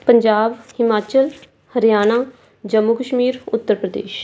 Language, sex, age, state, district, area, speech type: Punjabi, female, 30-45, Punjab, Mansa, urban, spontaneous